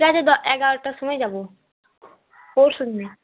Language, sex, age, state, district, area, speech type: Bengali, female, 18-30, West Bengal, Cooch Behar, urban, conversation